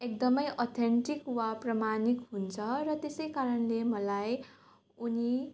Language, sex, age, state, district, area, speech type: Nepali, female, 18-30, West Bengal, Darjeeling, rural, spontaneous